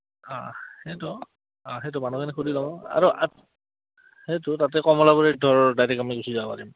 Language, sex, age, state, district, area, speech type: Assamese, female, 30-45, Assam, Goalpara, rural, conversation